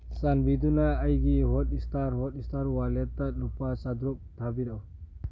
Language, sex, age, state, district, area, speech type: Manipuri, male, 30-45, Manipur, Churachandpur, rural, read